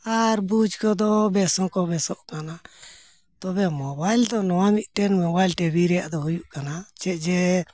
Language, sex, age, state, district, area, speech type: Santali, male, 60+, Jharkhand, Bokaro, rural, spontaneous